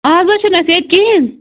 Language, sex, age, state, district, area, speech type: Kashmiri, female, 30-45, Jammu and Kashmir, Bandipora, rural, conversation